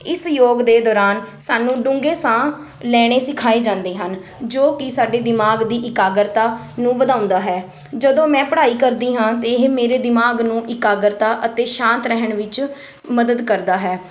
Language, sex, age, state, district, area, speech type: Punjabi, female, 18-30, Punjab, Kapurthala, rural, spontaneous